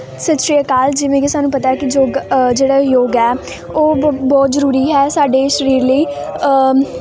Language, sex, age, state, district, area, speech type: Punjabi, female, 18-30, Punjab, Hoshiarpur, rural, spontaneous